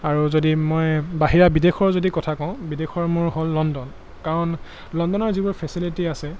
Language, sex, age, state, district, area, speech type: Assamese, male, 18-30, Assam, Golaghat, urban, spontaneous